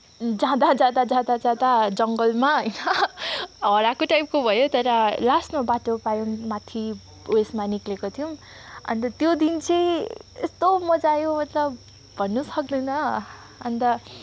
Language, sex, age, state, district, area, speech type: Nepali, female, 18-30, West Bengal, Kalimpong, rural, spontaneous